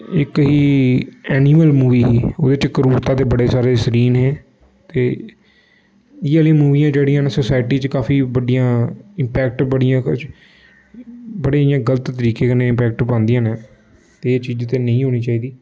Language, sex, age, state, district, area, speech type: Dogri, male, 18-30, Jammu and Kashmir, Samba, urban, spontaneous